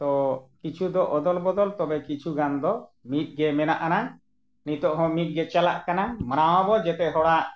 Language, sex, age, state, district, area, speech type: Santali, male, 60+, Jharkhand, Bokaro, rural, spontaneous